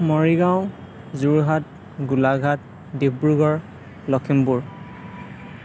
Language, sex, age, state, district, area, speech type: Assamese, male, 30-45, Assam, Morigaon, rural, spontaneous